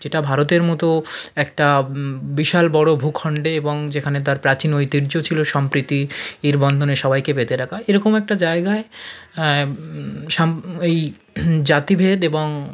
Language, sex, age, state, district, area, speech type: Bengali, male, 30-45, West Bengal, South 24 Parganas, rural, spontaneous